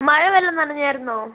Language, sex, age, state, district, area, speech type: Malayalam, female, 30-45, Kerala, Wayanad, rural, conversation